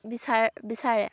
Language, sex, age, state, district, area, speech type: Assamese, female, 18-30, Assam, Dhemaji, rural, spontaneous